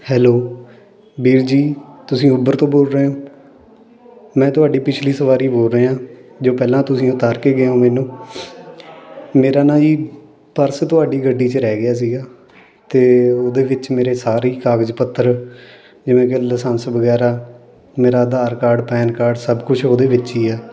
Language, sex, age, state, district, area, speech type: Punjabi, male, 18-30, Punjab, Fatehgarh Sahib, urban, spontaneous